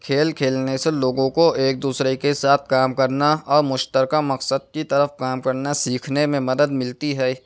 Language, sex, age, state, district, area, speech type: Urdu, male, 18-30, Maharashtra, Nashik, rural, spontaneous